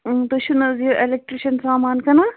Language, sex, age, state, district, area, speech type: Kashmiri, female, 45-60, Jammu and Kashmir, Baramulla, urban, conversation